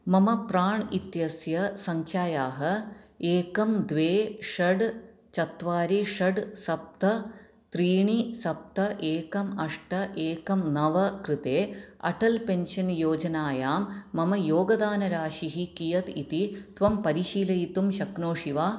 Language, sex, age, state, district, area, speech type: Sanskrit, female, 30-45, Kerala, Ernakulam, urban, read